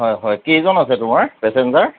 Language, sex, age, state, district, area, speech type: Assamese, male, 30-45, Assam, Lakhimpur, rural, conversation